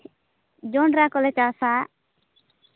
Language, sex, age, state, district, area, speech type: Santali, female, 18-30, Jharkhand, Seraikela Kharsawan, rural, conversation